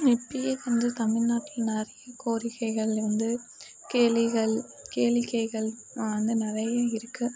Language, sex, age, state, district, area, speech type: Tamil, female, 30-45, Tamil Nadu, Mayiladuthurai, urban, spontaneous